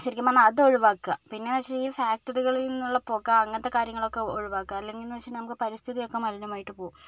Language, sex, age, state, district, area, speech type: Malayalam, female, 45-60, Kerala, Kozhikode, urban, spontaneous